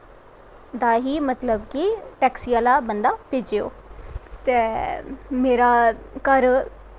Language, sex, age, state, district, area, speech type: Dogri, female, 18-30, Jammu and Kashmir, Kathua, rural, spontaneous